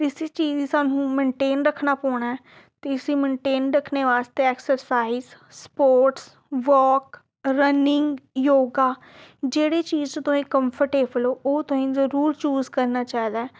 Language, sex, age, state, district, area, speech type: Dogri, female, 18-30, Jammu and Kashmir, Samba, urban, spontaneous